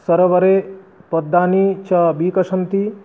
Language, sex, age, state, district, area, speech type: Sanskrit, male, 18-30, West Bengal, Murshidabad, rural, spontaneous